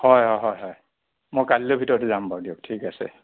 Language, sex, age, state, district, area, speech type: Assamese, male, 30-45, Assam, Nagaon, rural, conversation